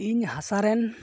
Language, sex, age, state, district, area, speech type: Santali, male, 18-30, West Bengal, Malda, rural, spontaneous